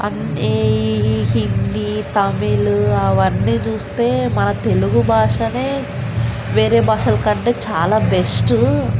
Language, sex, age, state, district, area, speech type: Telugu, female, 18-30, Telangana, Nalgonda, urban, spontaneous